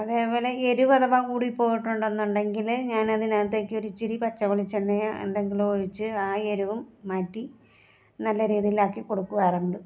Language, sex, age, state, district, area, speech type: Malayalam, female, 45-60, Kerala, Alappuzha, rural, spontaneous